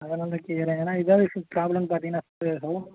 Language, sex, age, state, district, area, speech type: Tamil, male, 18-30, Tamil Nadu, Chengalpattu, rural, conversation